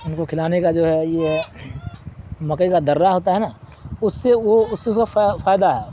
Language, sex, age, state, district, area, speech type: Urdu, male, 60+, Bihar, Darbhanga, rural, spontaneous